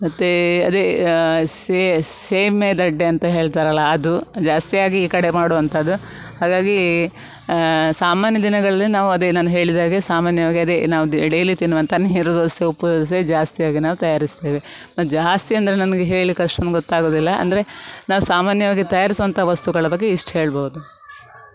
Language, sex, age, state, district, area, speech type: Kannada, female, 30-45, Karnataka, Dakshina Kannada, rural, spontaneous